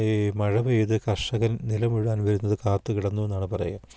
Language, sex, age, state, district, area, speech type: Malayalam, male, 45-60, Kerala, Idukki, rural, spontaneous